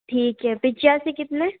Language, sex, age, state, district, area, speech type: Hindi, female, 18-30, Rajasthan, Jodhpur, urban, conversation